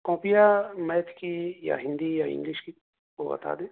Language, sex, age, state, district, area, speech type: Urdu, male, 30-45, Bihar, East Champaran, rural, conversation